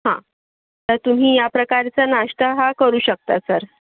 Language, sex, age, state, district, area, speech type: Marathi, female, 30-45, Maharashtra, Yavatmal, urban, conversation